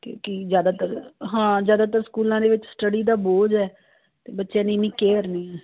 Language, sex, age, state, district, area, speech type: Punjabi, female, 30-45, Punjab, Tarn Taran, urban, conversation